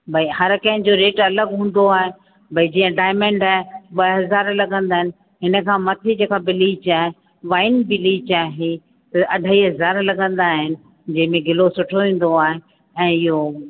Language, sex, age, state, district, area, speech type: Sindhi, female, 45-60, Rajasthan, Ajmer, urban, conversation